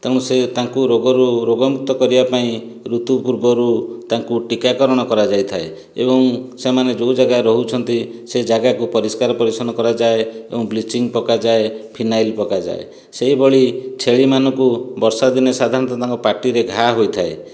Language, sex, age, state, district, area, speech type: Odia, male, 45-60, Odisha, Dhenkanal, rural, spontaneous